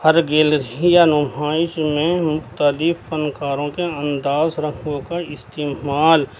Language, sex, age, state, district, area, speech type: Urdu, male, 60+, Delhi, North East Delhi, urban, spontaneous